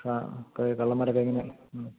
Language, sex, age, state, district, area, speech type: Malayalam, male, 45-60, Kerala, Idukki, rural, conversation